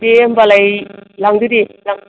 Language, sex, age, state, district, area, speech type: Bodo, female, 45-60, Assam, Baksa, rural, conversation